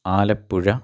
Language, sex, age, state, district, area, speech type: Malayalam, male, 30-45, Kerala, Pathanamthitta, rural, spontaneous